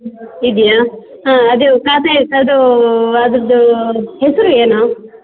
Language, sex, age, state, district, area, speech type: Kannada, female, 30-45, Karnataka, Shimoga, rural, conversation